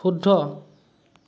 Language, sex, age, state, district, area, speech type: Assamese, male, 18-30, Assam, Dhemaji, rural, read